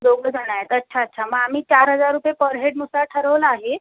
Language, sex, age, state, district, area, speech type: Marathi, female, 18-30, Maharashtra, Amravati, urban, conversation